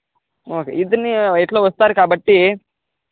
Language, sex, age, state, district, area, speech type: Telugu, male, 18-30, Andhra Pradesh, Chittoor, rural, conversation